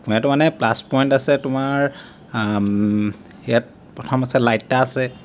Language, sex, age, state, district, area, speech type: Assamese, male, 30-45, Assam, Jorhat, urban, spontaneous